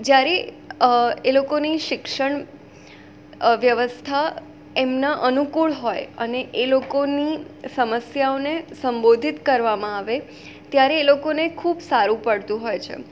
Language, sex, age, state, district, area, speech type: Gujarati, female, 18-30, Gujarat, Surat, urban, spontaneous